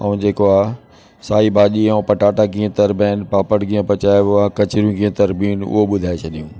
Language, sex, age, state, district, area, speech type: Sindhi, male, 60+, Delhi, South Delhi, urban, spontaneous